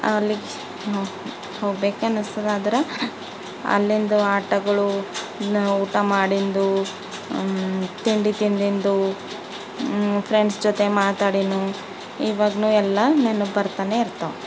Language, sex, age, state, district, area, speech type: Kannada, female, 30-45, Karnataka, Bidar, urban, spontaneous